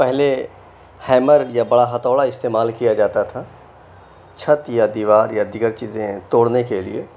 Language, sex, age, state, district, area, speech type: Urdu, male, 30-45, Uttar Pradesh, Mau, urban, spontaneous